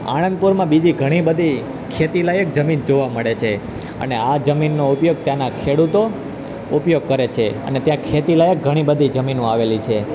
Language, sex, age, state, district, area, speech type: Gujarati, male, 18-30, Gujarat, Junagadh, rural, spontaneous